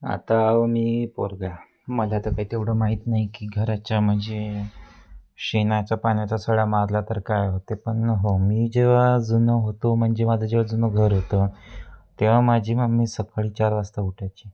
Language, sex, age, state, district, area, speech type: Marathi, male, 18-30, Maharashtra, Wardha, rural, spontaneous